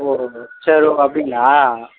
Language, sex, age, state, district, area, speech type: Tamil, male, 18-30, Tamil Nadu, Viluppuram, rural, conversation